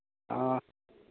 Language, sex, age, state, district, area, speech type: Hindi, male, 30-45, Bihar, Madhepura, rural, conversation